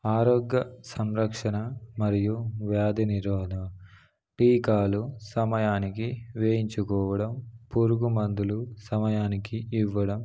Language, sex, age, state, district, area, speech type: Telugu, male, 18-30, Telangana, Kamareddy, urban, spontaneous